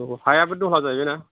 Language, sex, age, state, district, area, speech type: Bodo, male, 45-60, Assam, Chirang, rural, conversation